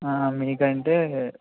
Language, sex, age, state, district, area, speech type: Telugu, male, 60+, Andhra Pradesh, East Godavari, rural, conversation